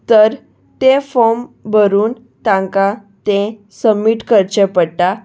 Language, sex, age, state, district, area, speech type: Goan Konkani, female, 18-30, Goa, Salcete, urban, spontaneous